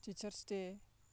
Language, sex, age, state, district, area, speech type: Bodo, male, 18-30, Assam, Baksa, rural, spontaneous